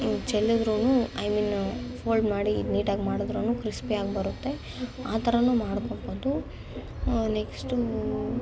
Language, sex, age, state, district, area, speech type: Kannada, female, 18-30, Karnataka, Bangalore Urban, rural, spontaneous